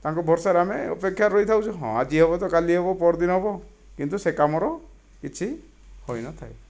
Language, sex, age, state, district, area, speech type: Odia, male, 60+, Odisha, Kandhamal, rural, spontaneous